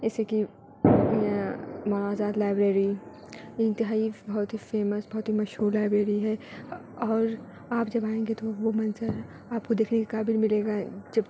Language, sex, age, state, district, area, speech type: Urdu, female, 45-60, Uttar Pradesh, Aligarh, rural, spontaneous